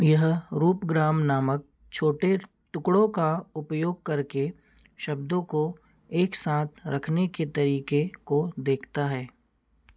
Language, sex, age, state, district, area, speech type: Hindi, male, 18-30, Madhya Pradesh, Seoni, urban, read